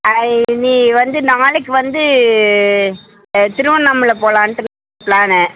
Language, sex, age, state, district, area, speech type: Tamil, female, 60+, Tamil Nadu, Namakkal, rural, conversation